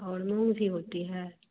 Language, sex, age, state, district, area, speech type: Hindi, female, 30-45, Bihar, Samastipur, rural, conversation